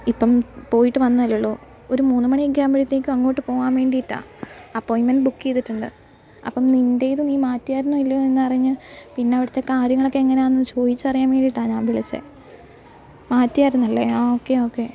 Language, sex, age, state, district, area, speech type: Malayalam, female, 18-30, Kerala, Alappuzha, rural, spontaneous